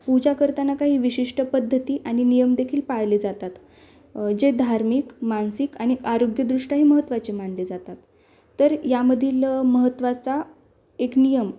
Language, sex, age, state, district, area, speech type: Marathi, female, 18-30, Maharashtra, Osmanabad, rural, spontaneous